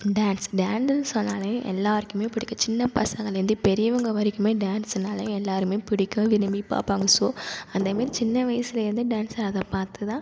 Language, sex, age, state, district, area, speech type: Tamil, female, 30-45, Tamil Nadu, Cuddalore, rural, spontaneous